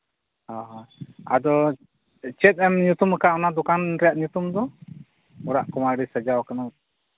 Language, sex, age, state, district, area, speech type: Santali, male, 45-60, Jharkhand, East Singhbhum, rural, conversation